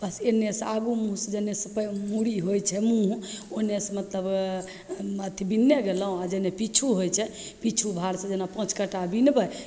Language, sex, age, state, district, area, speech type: Maithili, female, 30-45, Bihar, Begusarai, urban, spontaneous